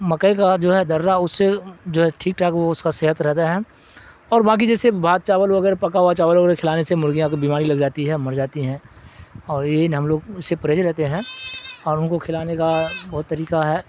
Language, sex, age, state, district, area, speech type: Urdu, male, 60+, Bihar, Darbhanga, rural, spontaneous